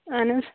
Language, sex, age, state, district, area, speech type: Kashmiri, female, 18-30, Jammu and Kashmir, Bandipora, rural, conversation